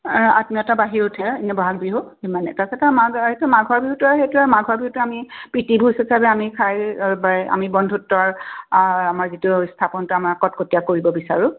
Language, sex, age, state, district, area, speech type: Assamese, female, 45-60, Assam, Tinsukia, rural, conversation